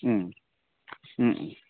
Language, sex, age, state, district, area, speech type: Manipuri, male, 45-60, Manipur, Kangpokpi, urban, conversation